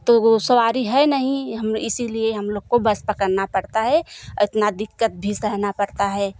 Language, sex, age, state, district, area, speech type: Hindi, female, 45-60, Uttar Pradesh, Jaunpur, rural, spontaneous